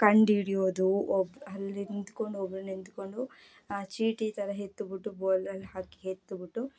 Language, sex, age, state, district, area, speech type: Kannada, female, 18-30, Karnataka, Mysore, rural, spontaneous